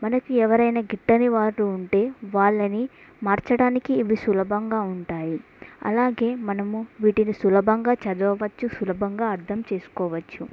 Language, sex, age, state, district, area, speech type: Telugu, female, 18-30, Telangana, Mulugu, rural, spontaneous